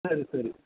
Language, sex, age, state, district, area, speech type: Kannada, male, 60+, Karnataka, Bellary, rural, conversation